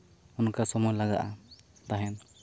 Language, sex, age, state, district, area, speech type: Santali, male, 30-45, Jharkhand, Seraikela Kharsawan, rural, spontaneous